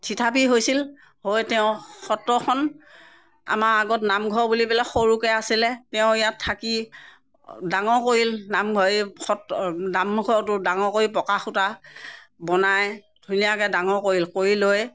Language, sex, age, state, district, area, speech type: Assamese, female, 60+, Assam, Morigaon, rural, spontaneous